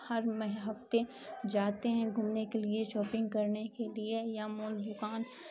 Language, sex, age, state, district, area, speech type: Urdu, female, 18-30, Bihar, Khagaria, rural, spontaneous